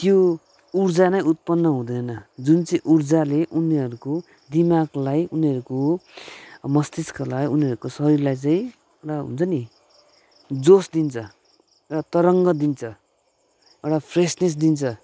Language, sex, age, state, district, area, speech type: Nepali, male, 30-45, West Bengal, Kalimpong, rural, spontaneous